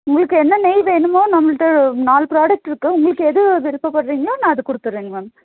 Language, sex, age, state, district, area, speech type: Tamil, female, 30-45, Tamil Nadu, Nilgiris, urban, conversation